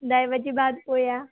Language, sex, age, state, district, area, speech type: Marathi, female, 18-30, Maharashtra, Wardha, rural, conversation